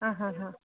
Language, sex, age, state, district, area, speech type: Kannada, female, 45-60, Karnataka, Chitradurga, rural, conversation